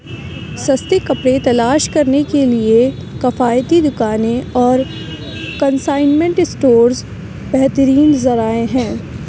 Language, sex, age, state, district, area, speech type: Urdu, female, 18-30, Uttar Pradesh, Aligarh, urban, read